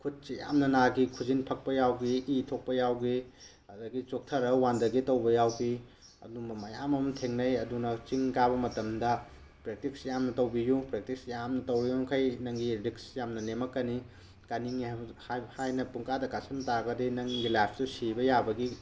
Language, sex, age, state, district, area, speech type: Manipuri, male, 30-45, Manipur, Tengnoupal, rural, spontaneous